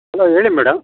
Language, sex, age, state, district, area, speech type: Kannada, male, 45-60, Karnataka, Chikkaballapur, urban, conversation